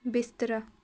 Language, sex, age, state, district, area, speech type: Punjabi, female, 18-30, Punjab, Shaheed Bhagat Singh Nagar, rural, read